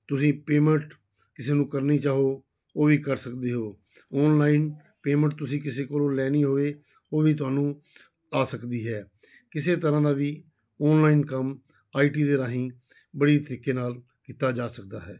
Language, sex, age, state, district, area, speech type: Punjabi, male, 60+, Punjab, Fazilka, rural, spontaneous